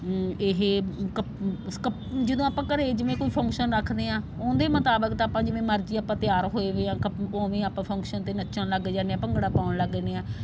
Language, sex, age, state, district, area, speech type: Punjabi, female, 45-60, Punjab, Faridkot, urban, spontaneous